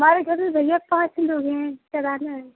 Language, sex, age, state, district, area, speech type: Hindi, female, 18-30, Uttar Pradesh, Ghazipur, rural, conversation